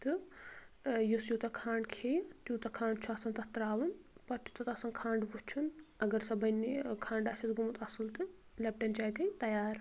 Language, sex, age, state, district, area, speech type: Kashmiri, female, 18-30, Jammu and Kashmir, Anantnag, rural, spontaneous